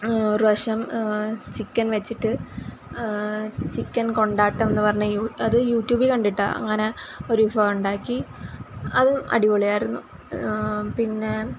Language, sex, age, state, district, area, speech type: Malayalam, female, 18-30, Kerala, Kollam, rural, spontaneous